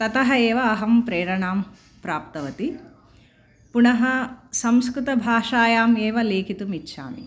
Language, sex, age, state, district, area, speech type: Sanskrit, female, 45-60, Telangana, Bhadradri Kothagudem, urban, spontaneous